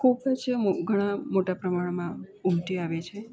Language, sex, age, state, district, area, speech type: Gujarati, female, 45-60, Gujarat, Valsad, rural, spontaneous